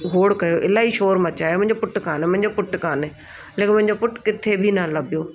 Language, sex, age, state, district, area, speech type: Sindhi, female, 30-45, Delhi, South Delhi, urban, spontaneous